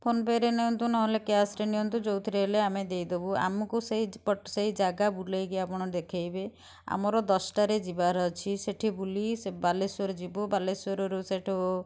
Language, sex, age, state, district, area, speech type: Odia, female, 30-45, Odisha, Kendujhar, urban, spontaneous